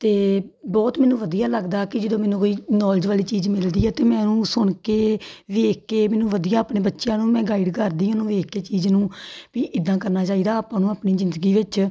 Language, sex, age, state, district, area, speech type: Punjabi, female, 30-45, Punjab, Tarn Taran, rural, spontaneous